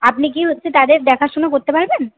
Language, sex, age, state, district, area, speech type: Bengali, female, 18-30, West Bengal, Paschim Medinipur, rural, conversation